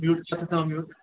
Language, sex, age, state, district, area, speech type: Sindhi, female, 30-45, Maharashtra, Thane, urban, conversation